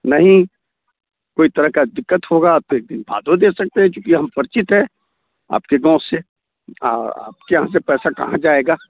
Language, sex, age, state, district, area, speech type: Hindi, male, 45-60, Bihar, Muzaffarpur, rural, conversation